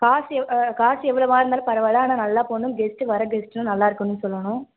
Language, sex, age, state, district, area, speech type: Tamil, female, 18-30, Tamil Nadu, Thanjavur, urban, conversation